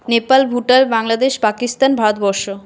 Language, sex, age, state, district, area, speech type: Bengali, female, 18-30, West Bengal, Paschim Bardhaman, urban, spontaneous